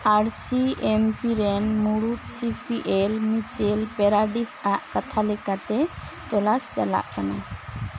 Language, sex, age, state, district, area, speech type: Santali, female, 18-30, West Bengal, Bankura, rural, read